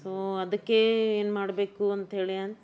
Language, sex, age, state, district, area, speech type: Kannada, female, 60+, Karnataka, Bidar, urban, spontaneous